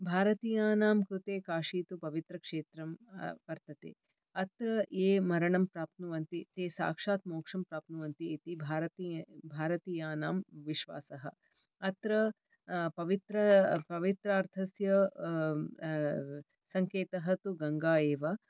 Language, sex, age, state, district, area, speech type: Sanskrit, female, 45-60, Karnataka, Bangalore Urban, urban, spontaneous